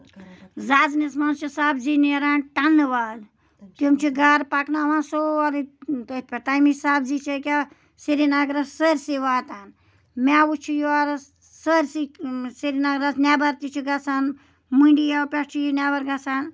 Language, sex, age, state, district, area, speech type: Kashmiri, female, 45-60, Jammu and Kashmir, Ganderbal, rural, spontaneous